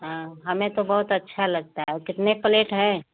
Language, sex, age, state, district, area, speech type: Hindi, female, 60+, Uttar Pradesh, Bhadohi, rural, conversation